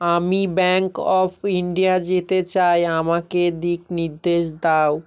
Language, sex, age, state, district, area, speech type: Bengali, male, 18-30, West Bengal, South 24 Parganas, rural, read